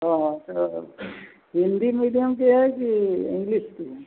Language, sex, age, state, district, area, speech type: Hindi, male, 45-60, Uttar Pradesh, Azamgarh, rural, conversation